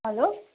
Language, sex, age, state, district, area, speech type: Nepali, female, 30-45, West Bengal, Jalpaiguri, rural, conversation